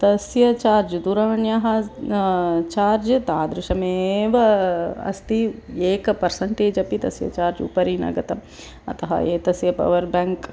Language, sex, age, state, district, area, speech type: Sanskrit, female, 45-60, Tamil Nadu, Chennai, urban, spontaneous